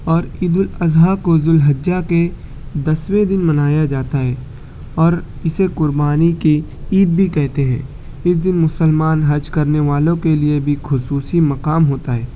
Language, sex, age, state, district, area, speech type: Urdu, male, 60+, Maharashtra, Nashik, rural, spontaneous